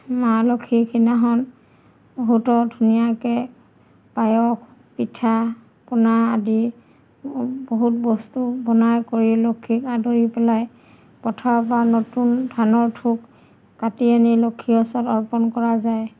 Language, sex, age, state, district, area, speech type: Assamese, female, 45-60, Assam, Nagaon, rural, spontaneous